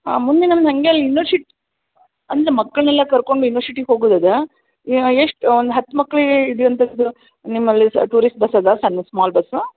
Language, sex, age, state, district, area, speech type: Kannada, female, 45-60, Karnataka, Dharwad, rural, conversation